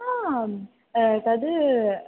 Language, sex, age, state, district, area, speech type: Sanskrit, female, 18-30, Kerala, Thrissur, urban, conversation